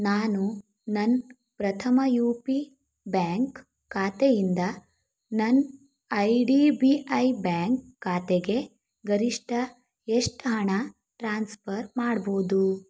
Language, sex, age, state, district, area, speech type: Kannada, female, 30-45, Karnataka, Shimoga, rural, read